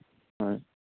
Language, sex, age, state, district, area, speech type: Assamese, male, 18-30, Assam, Kamrup Metropolitan, urban, conversation